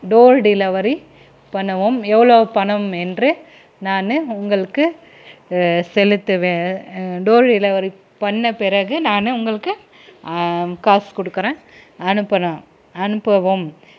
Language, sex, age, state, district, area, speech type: Tamil, female, 45-60, Tamil Nadu, Krishnagiri, rural, spontaneous